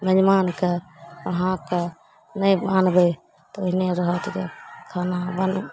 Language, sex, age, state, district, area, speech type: Maithili, female, 45-60, Bihar, Araria, rural, spontaneous